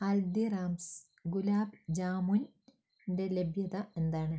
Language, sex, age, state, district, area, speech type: Malayalam, female, 60+, Kerala, Wayanad, rural, read